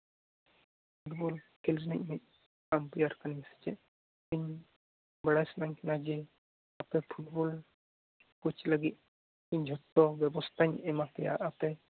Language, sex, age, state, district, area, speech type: Santali, female, 18-30, West Bengal, Jhargram, rural, conversation